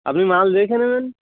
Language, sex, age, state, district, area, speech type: Bengali, male, 18-30, West Bengal, Birbhum, urban, conversation